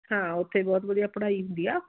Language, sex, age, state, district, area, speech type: Punjabi, female, 45-60, Punjab, Muktsar, urban, conversation